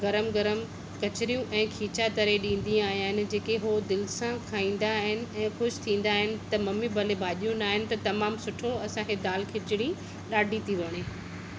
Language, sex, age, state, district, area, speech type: Sindhi, female, 45-60, Maharashtra, Thane, urban, spontaneous